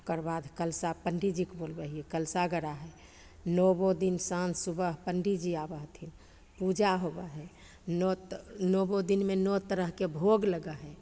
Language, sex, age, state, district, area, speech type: Maithili, female, 45-60, Bihar, Begusarai, rural, spontaneous